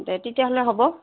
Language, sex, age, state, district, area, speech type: Assamese, female, 60+, Assam, Goalpara, urban, conversation